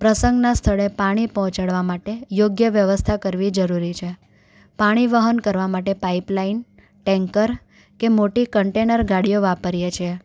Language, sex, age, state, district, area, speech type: Gujarati, female, 18-30, Gujarat, Anand, urban, spontaneous